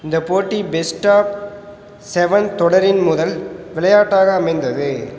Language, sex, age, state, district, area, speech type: Tamil, male, 18-30, Tamil Nadu, Perambalur, rural, read